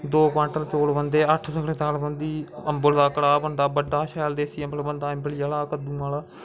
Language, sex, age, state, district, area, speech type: Dogri, male, 18-30, Jammu and Kashmir, Kathua, rural, spontaneous